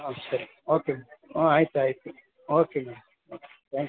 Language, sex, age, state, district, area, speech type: Kannada, male, 45-60, Karnataka, Ramanagara, urban, conversation